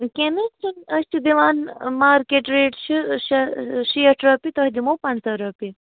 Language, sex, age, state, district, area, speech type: Kashmiri, female, 30-45, Jammu and Kashmir, Ganderbal, rural, conversation